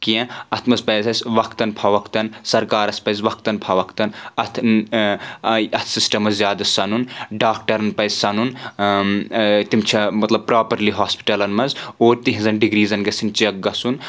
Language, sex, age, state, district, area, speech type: Kashmiri, male, 30-45, Jammu and Kashmir, Anantnag, rural, spontaneous